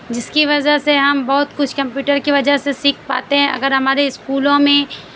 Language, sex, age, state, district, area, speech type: Urdu, female, 30-45, Bihar, Supaul, rural, spontaneous